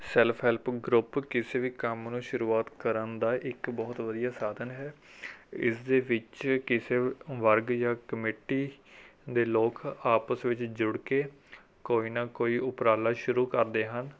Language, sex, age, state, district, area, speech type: Punjabi, male, 18-30, Punjab, Rupnagar, urban, spontaneous